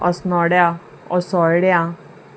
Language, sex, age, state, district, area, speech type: Goan Konkani, female, 30-45, Goa, Salcete, urban, spontaneous